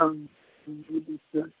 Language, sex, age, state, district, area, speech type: Maithili, male, 18-30, Bihar, Madhepura, rural, conversation